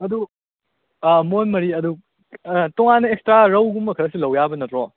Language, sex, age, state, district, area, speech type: Manipuri, male, 18-30, Manipur, Kakching, rural, conversation